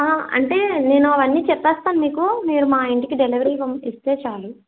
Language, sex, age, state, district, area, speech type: Telugu, female, 30-45, Andhra Pradesh, East Godavari, rural, conversation